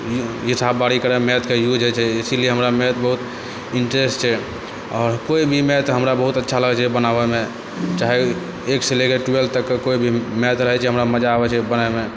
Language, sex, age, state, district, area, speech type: Maithili, male, 30-45, Bihar, Purnia, rural, spontaneous